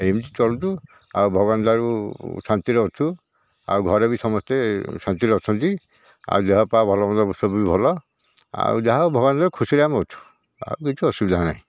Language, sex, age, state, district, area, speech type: Odia, male, 60+, Odisha, Dhenkanal, rural, spontaneous